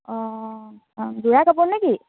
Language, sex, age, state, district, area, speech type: Assamese, female, 45-60, Assam, Dhemaji, rural, conversation